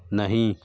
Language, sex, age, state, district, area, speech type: Hindi, male, 60+, Uttar Pradesh, Sonbhadra, rural, read